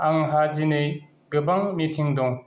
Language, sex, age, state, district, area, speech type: Bodo, male, 30-45, Assam, Kokrajhar, rural, read